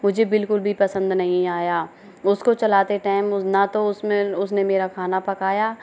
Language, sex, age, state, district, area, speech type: Hindi, female, 30-45, Rajasthan, Karauli, rural, spontaneous